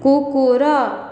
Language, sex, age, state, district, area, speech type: Odia, female, 18-30, Odisha, Khordha, rural, read